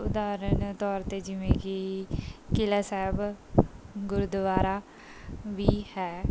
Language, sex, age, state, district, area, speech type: Punjabi, female, 30-45, Punjab, Bathinda, urban, spontaneous